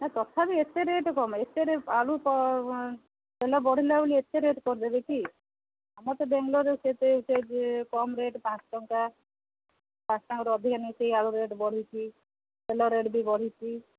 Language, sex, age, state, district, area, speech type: Odia, female, 45-60, Odisha, Sundergarh, rural, conversation